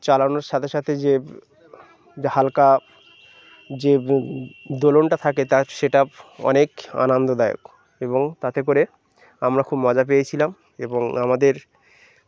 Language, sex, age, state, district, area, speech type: Bengali, male, 30-45, West Bengal, Birbhum, urban, spontaneous